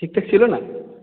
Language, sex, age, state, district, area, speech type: Bengali, male, 30-45, West Bengal, Purulia, rural, conversation